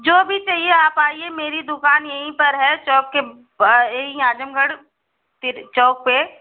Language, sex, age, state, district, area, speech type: Hindi, female, 30-45, Uttar Pradesh, Azamgarh, rural, conversation